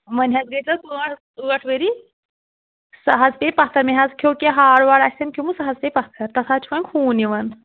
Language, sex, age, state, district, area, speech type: Kashmiri, female, 30-45, Jammu and Kashmir, Anantnag, rural, conversation